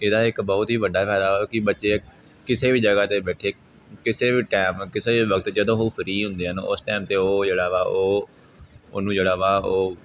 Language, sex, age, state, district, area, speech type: Punjabi, male, 18-30, Punjab, Gurdaspur, urban, spontaneous